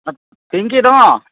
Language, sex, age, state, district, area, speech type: Assamese, male, 45-60, Assam, Golaghat, urban, conversation